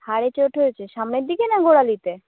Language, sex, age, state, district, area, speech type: Bengali, female, 18-30, West Bengal, South 24 Parganas, rural, conversation